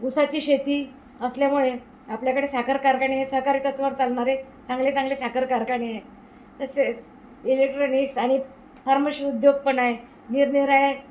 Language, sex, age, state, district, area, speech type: Marathi, female, 60+, Maharashtra, Wardha, urban, spontaneous